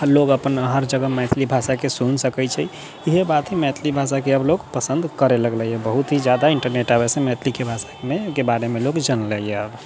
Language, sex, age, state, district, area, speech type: Maithili, male, 18-30, Bihar, Sitamarhi, rural, spontaneous